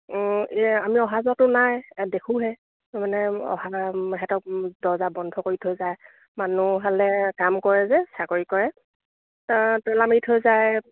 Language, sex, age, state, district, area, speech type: Assamese, female, 45-60, Assam, Dibrugarh, rural, conversation